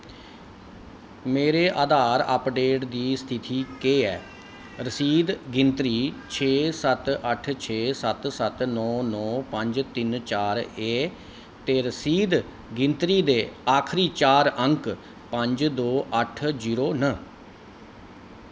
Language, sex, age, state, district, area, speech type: Dogri, male, 45-60, Jammu and Kashmir, Kathua, urban, read